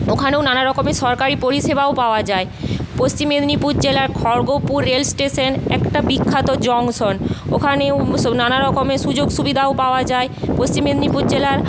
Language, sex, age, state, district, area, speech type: Bengali, female, 45-60, West Bengal, Paschim Medinipur, rural, spontaneous